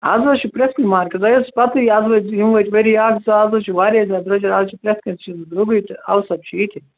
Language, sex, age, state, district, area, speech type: Kashmiri, male, 18-30, Jammu and Kashmir, Kupwara, rural, conversation